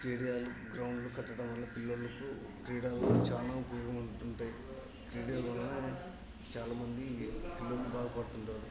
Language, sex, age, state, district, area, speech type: Telugu, male, 45-60, Andhra Pradesh, Kadapa, rural, spontaneous